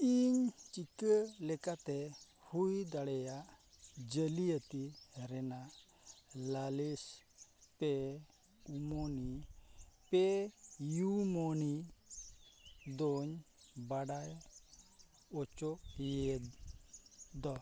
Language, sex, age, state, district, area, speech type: Santali, male, 45-60, Odisha, Mayurbhanj, rural, read